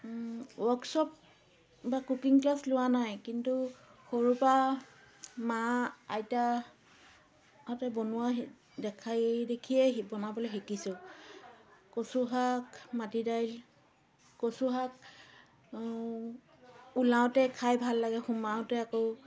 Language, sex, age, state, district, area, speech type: Assamese, female, 45-60, Assam, Dibrugarh, rural, spontaneous